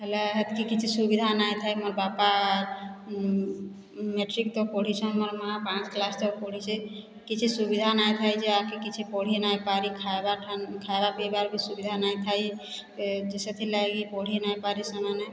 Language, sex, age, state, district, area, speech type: Odia, female, 45-60, Odisha, Boudh, rural, spontaneous